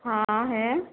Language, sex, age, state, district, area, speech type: Urdu, female, 18-30, Uttar Pradesh, Gautam Buddha Nagar, urban, conversation